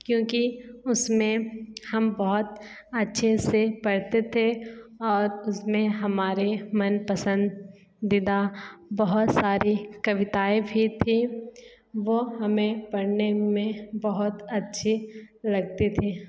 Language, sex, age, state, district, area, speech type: Hindi, female, 18-30, Uttar Pradesh, Sonbhadra, rural, spontaneous